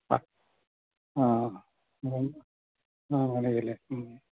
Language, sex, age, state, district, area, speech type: Malayalam, male, 60+, Kerala, Idukki, rural, conversation